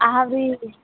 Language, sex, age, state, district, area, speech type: Odia, female, 18-30, Odisha, Sambalpur, rural, conversation